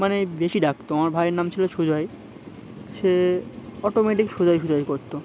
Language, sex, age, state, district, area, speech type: Bengali, male, 18-30, West Bengal, Uttar Dinajpur, urban, spontaneous